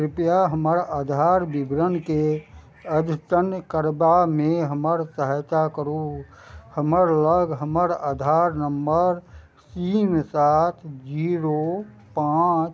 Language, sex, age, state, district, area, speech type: Maithili, male, 60+, Bihar, Madhubani, rural, read